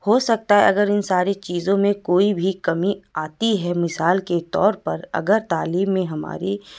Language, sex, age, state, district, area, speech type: Urdu, female, 45-60, Uttar Pradesh, Lucknow, rural, spontaneous